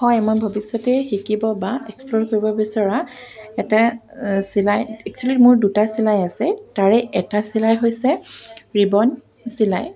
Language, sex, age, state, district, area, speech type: Assamese, female, 30-45, Assam, Dibrugarh, rural, spontaneous